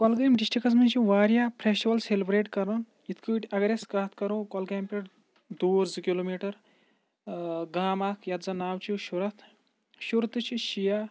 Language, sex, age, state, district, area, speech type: Kashmiri, male, 45-60, Jammu and Kashmir, Kulgam, rural, spontaneous